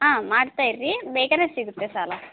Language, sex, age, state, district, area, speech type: Kannada, female, 18-30, Karnataka, Davanagere, rural, conversation